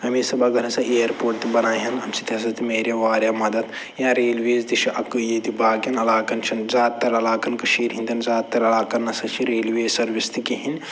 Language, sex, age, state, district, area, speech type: Kashmiri, male, 45-60, Jammu and Kashmir, Budgam, urban, spontaneous